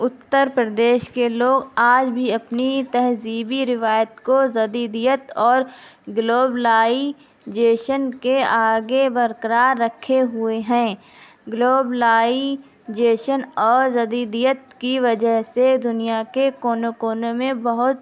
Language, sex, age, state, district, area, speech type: Urdu, female, 18-30, Uttar Pradesh, Shahjahanpur, urban, spontaneous